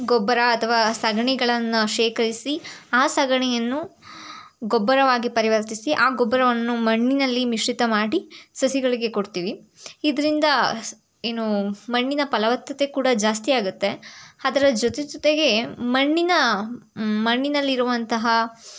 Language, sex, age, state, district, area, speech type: Kannada, female, 18-30, Karnataka, Tumkur, rural, spontaneous